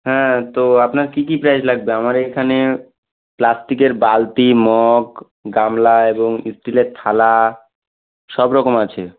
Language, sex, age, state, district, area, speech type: Bengali, male, 18-30, West Bengal, Howrah, urban, conversation